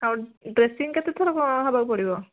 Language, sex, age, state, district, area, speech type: Odia, female, 18-30, Odisha, Kendujhar, urban, conversation